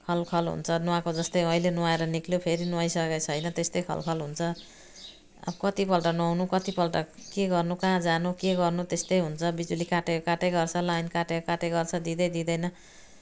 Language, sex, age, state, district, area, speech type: Nepali, female, 60+, West Bengal, Jalpaiguri, urban, spontaneous